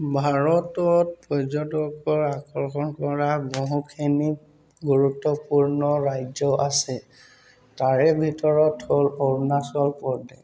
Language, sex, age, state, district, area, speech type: Assamese, male, 30-45, Assam, Tinsukia, urban, spontaneous